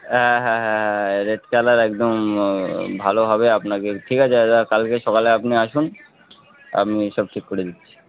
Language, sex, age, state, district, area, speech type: Bengali, male, 18-30, West Bengal, Darjeeling, urban, conversation